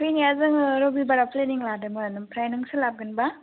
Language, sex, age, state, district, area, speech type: Bodo, female, 18-30, Assam, Baksa, rural, conversation